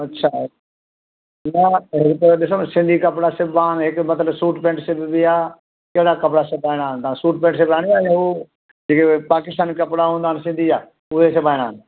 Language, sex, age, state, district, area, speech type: Sindhi, male, 60+, Delhi, South Delhi, rural, conversation